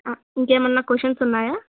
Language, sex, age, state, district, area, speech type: Telugu, female, 18-30, Andhra Pradesh, Annamaya, rural, conversation